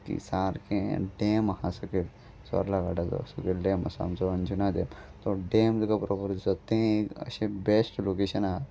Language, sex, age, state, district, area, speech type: Goan Konkani, male, 30-45, Goa, Salcete, rural, spontaneous